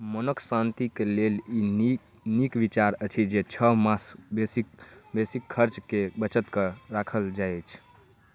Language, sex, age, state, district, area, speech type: Maithili, male, 18-30, Bihar, Darbhanga, urban, read